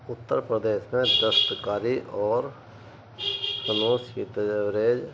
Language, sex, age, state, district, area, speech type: Urdu, male, 60+, Uttar Pradesh, Muzaffarnagar, urban, spontaneous